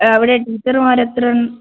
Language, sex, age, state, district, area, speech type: Malayalam, female, 18-30, Kerala, Wayanad, rural, conversation